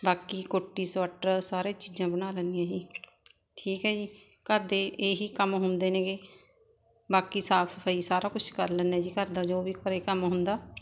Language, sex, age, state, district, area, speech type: Punjabi, female, 60+, Punjab, Barnala, rural, spontaneous